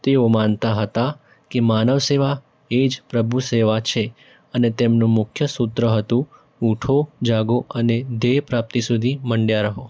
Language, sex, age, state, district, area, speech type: Gujarati, male, 18-30, Gujarat, Mehsana, rural, spontaneous